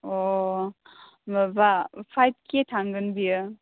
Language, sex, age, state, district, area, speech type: Bodo, female, 18-30, Assam, Kokrajhar, rural, conversation